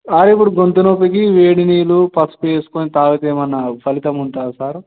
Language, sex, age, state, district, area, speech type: Telugu, male, 18-30, Andhra Pradesh, Nellore, urban, conversation